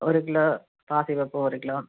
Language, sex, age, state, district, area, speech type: Tamil, female, 60+, Tamil Nadu, Cuddalore, rural, conversation